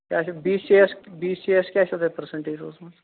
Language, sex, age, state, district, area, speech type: Kashmiri, male, 30-45, Jammu and Kashmir, Shopian, rural, conversation